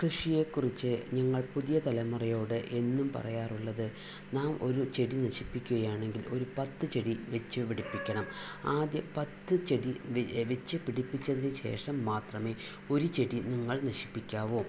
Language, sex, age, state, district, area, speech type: Malayalam, female, 60+, Kerala, Palakkad, rural, spontaneous